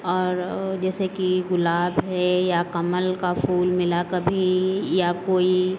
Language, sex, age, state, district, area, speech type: Hindi, female, 30-45, Uttar Pradesh, Lucknow, rural, spontaneous